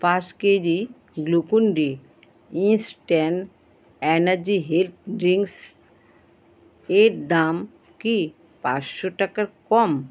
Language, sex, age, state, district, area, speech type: Bengali, female, 45-60, West Bengal, Alipurduar, rural, read